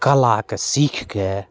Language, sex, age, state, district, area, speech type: Maithili, male, 45-60, Bihar, Madhubani, rural, spontaneous